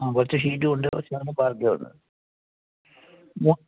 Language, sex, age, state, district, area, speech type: Malayalam, male, 60+, Kerala, Idukki, rural, conversation